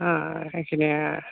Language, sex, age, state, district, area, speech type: Assamese, male, 30-45, Assam, Lakhimpur, urban, conversation